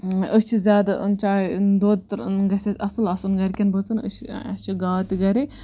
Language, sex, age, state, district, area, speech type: Kashmiri, female, 18-30, Jammu and Kashmir, Budgam, rural, spontaneous